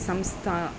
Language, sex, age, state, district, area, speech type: Sanskrit, female, 45-60, Tamil Nadu, Chennai, urban, spontaneous